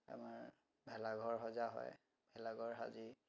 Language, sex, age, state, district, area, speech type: Assamese, male, 30-45, Assam, Biswanath, rural, spontaneous